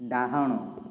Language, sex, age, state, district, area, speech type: Odia, male, 30-45, Odisha, Puri, urban, read